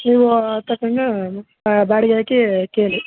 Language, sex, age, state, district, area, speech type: Kannada, male, 18-30, Karnataka, Chamarajanagar, rural, conversation